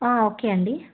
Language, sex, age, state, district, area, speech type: Telugu, female, 30-45, Andhra Pradesh, Krishna, urban, conversation